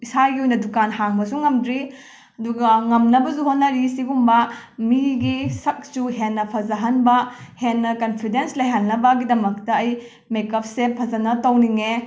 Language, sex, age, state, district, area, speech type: Manipuri, female, 30-45, Manipur, Imphal West, rural, spontaneous